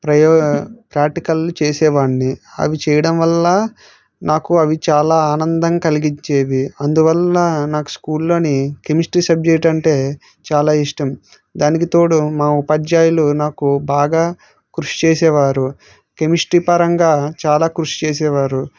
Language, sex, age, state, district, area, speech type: Telugu, male, 30-45, Andhra Pradesh, Vizianagaram, rural, spontaneous